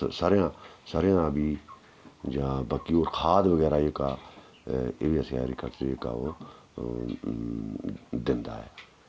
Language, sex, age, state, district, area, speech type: Dogri, male, 45-60, Jammu and Kashmir, Udhampur, rural, spontaneous